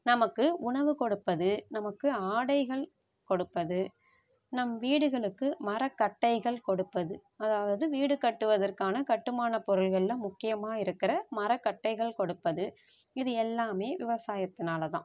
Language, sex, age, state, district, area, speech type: Tamil, female, 45-60, Tamil Nadu, Tiruvarur, rural, spontaneous